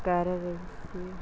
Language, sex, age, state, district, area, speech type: Punjabi, female, 45-60, Punjab, Mansa, rural, spontaneous